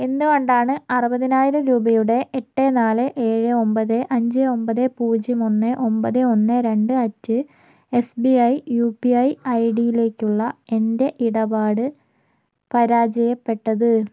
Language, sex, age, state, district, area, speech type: Malayalam, female, 18-30, Kerala, Kozhikode, urban, read